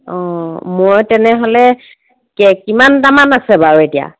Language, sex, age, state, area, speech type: Assamese, female, 45-60, Assam, rural, conversation